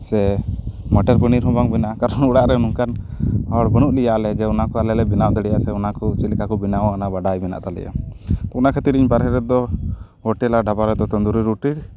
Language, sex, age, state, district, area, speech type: Santali, male, 30-45, West Bengal, Paschim Bardhaman, rural, spontaneous